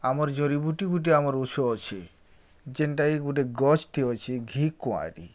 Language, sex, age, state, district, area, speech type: Odia, male, 45-60, Odisha, Bargarh, rural, spontaneous